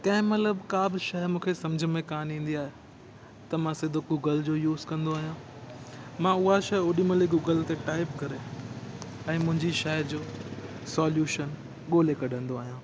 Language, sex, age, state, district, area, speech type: Sindhi, male, 18-30, Gujarat, Kutch, urban, spontaneous